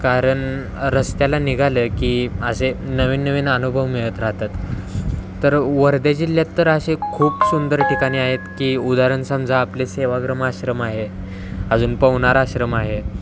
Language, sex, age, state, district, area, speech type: Marathi, male, 18-30, Maharashtra, Wardha, urban, spontaneous